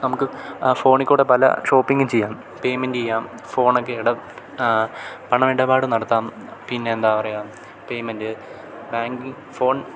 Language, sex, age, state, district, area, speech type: Malayalam, male, 18-30, Kerala, Idukki, rural, spontaneous